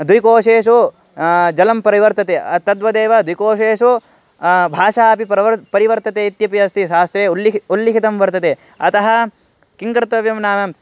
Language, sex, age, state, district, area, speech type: Sanskrit, male, 18-30, Uttar Pradesh, Hardoi, urban, spontaneous